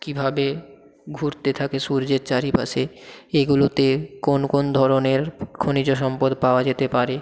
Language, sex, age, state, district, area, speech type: Bengali, male, 18-30, West Bengal, South 24 Parganas, rural, spontaneous